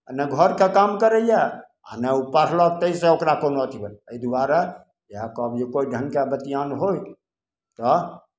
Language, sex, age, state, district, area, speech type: Maithili, male, 60+, Bihar, Samastipur, rural, spontaneous